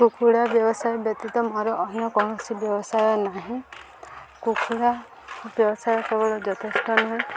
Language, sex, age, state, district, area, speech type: Odia, female, 18-30, Odisha, Subarnapur, rural, spontaneous